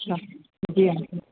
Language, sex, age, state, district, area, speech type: Sindhi, female, 30-45, Rajasthan, Ajmer, urban, conversation